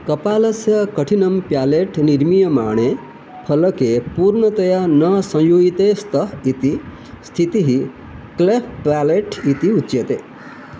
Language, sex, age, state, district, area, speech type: Sanskrit, male, 60+, Odisha, Balasore, urban, read